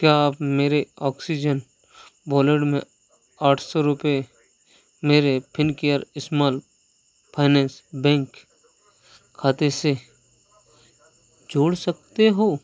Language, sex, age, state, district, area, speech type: Hindi, male, 30-45, Madhya Pradesh, Hoshangabad, rural, read